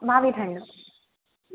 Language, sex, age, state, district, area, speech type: Kannada, female, 18-30, Karnataka, Chikkamagaluru, rural, conversation